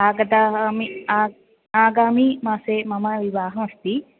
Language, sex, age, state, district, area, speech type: Sanskrit, female, 18-30, Kerala, Thrissur, urban, conversation